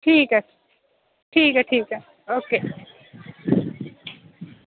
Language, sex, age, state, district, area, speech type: Dogri, female, 18-30, Jammu and Kashmir, Samba, rural, conversation